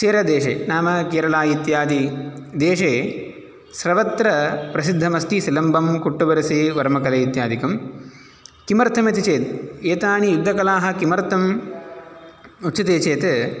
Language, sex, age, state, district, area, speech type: Sanskrit, male, 18-30, Tamil Nadu, Chennai, urban, spontaneous